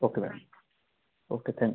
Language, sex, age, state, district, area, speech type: Hindi, male, 30-45, Madhya Pradesh, Gwalior, rural, conversation